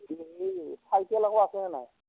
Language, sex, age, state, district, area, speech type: Assamese, male, 45-60, Assam, Darrang, rural, conversation